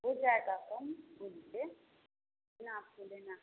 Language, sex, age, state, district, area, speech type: Hindi, female, 18-30, Bihar, Samastipur, rural, conversation